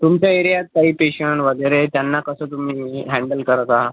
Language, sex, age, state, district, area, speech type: Marathi, male, 18-30, Maharashtra, Akola, rural, conversation